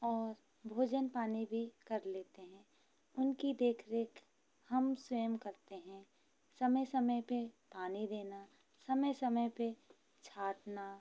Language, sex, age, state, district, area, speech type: Hindi, female, 30-45, Madhya Pradesh, Hoshangabad, urban, spontaneous